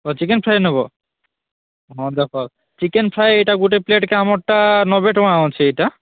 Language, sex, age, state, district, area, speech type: Odia, male, 30-45, Odisha, Kalahandi, rural, conversation